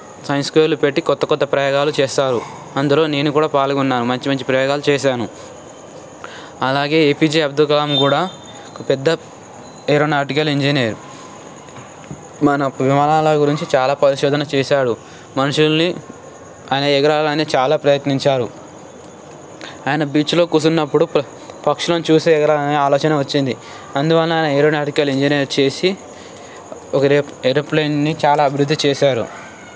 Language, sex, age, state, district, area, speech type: Telugu, male, 18-30, Telangana, Ranga Reddy, urban, spontaneous